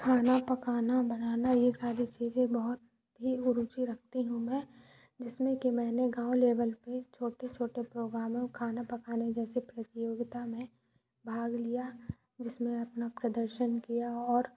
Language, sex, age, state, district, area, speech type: Hindi, female, 18-30, Madhya Pradesh, Katni, urban, spontaneous